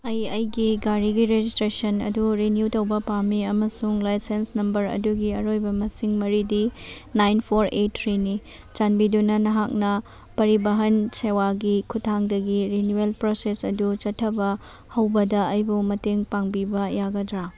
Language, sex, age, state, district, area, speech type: Manipuri, female, 18-30, Manipur, Churachandpur, rural, read